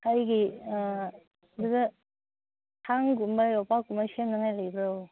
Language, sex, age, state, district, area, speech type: Manipuri, female, 45-60, Manipur, Ukhrul, rural, conversation